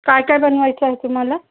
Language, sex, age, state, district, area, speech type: Marathi, female, 60+, Maharashtra, Nagpur, urban, conversation